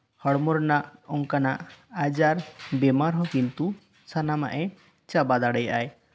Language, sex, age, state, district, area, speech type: Santali, male, 18-30, West Bengal, Bankura, rural, spontaneous